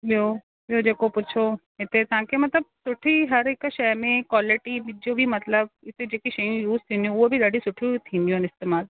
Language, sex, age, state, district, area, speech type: Sindhi, female, 30-45, Rajasthan, Ajmer, urban, conversation